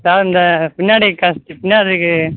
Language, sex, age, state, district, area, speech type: Tamil, male, 18-30, Tamil Nadu, Sivaganga, rural, conversation